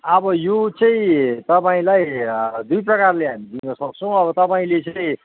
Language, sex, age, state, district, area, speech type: Nepali, male, 60+, West Bengal, Kalimpong, rural, conversation